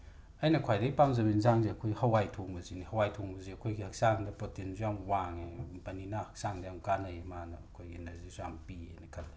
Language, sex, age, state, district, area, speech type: Manipuri, male, 60+, Manipur, Imphal West, urban, spontaneous